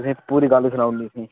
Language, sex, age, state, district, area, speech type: Dogri, male, 18-30, Jammu and Kashmir, Udhampur, urban, conversation